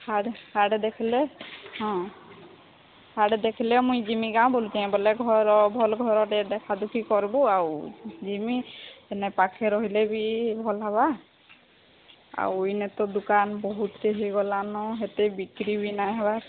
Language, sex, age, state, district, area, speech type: Odia, female, 30-45, Odisha, Sambalpur, rural, conversation